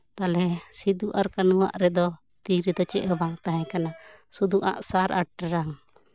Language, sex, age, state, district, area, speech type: Santali, female, 45-60, West Bengal, Bankura, rural, spontaneous